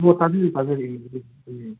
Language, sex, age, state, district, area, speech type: Manipuri, male, 18-30, Manipur, Imphal West, rural, conversation